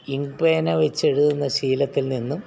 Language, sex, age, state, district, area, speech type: Malayalam, male, 60+, Kerala, Alappuzha, rural, spontaneous